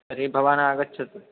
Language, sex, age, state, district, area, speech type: Sanskrit, male, 18-30, Madhya Pradesh, Chhindwara, rural, conversation